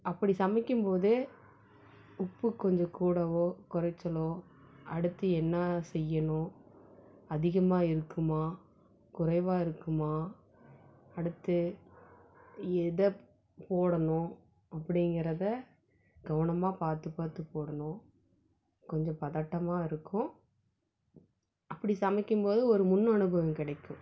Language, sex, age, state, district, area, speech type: Tamil, female, 18-30, Tamil Nadu, Salem, rural, spontaneous